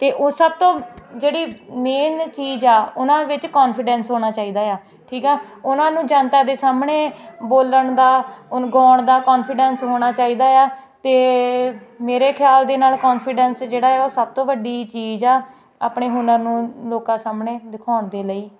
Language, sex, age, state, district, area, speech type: Punjabi, female, 18-30, Punjab, Hoshiarpur, rural, spontaneous